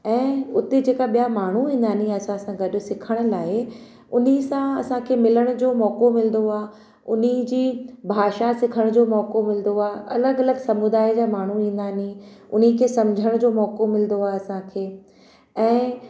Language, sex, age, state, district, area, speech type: Sindhi, female, 30-45, Uttar Pradesh, Lucknow, urban, spontaneous